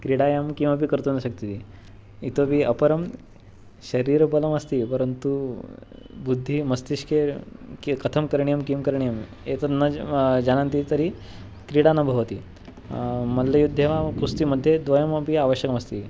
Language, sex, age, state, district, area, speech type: Sanskrit, male, 18-30, Maharashtra, Nagpur, urban, spontaneous